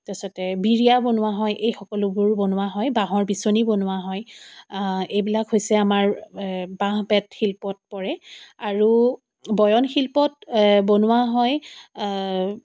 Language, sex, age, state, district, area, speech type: Assamese, female, 45-60, Assam, Dibrugarh, rural, spontaneous